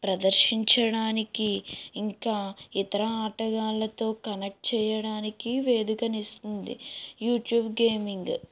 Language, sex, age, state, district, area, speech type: Telugu, female, 18-30, Andhra Pradesh, East Godavari, urban, spontaneous